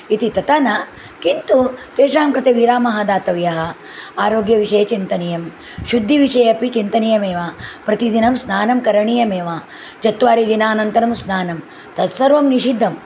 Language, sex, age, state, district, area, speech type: Sanskrit, female, 60+, Karnataka, Uttara Kannada, rural, spontaneous